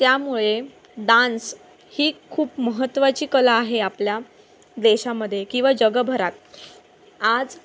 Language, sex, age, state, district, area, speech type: Marathi, female, 18-30, Maharashtra, Palghar, rural, spontaneous